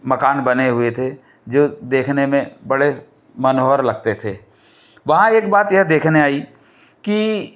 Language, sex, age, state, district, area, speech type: Hindi, male, 60+, Madhya Pradesh, Balaghat, rural, spontaneous